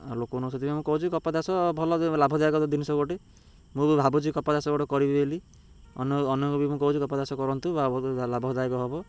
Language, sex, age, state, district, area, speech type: Odia, male, 30-45, Odisha, Ganjam, urban, spontaneous